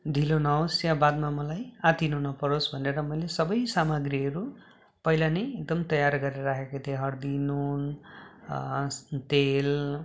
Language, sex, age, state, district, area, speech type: Nepali, male, 30-45, West Bengal, Darjeeling, rural, spontaneous